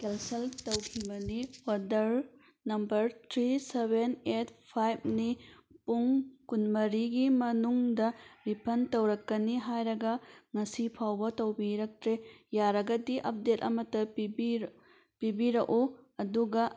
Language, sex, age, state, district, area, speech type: Manipuri, female, 30-45, Manipur, Thoubal, rural, spontaneous